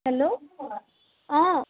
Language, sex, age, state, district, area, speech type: Assamese, female, 18-30, Assam, Sivasagar, rural, conversation